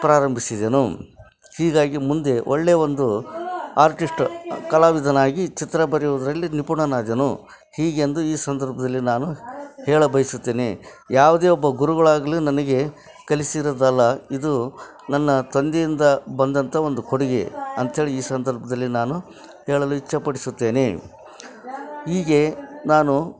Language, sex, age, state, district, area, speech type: Kannada, male, 60+, Karnataka, Koppal, rural, spontaneous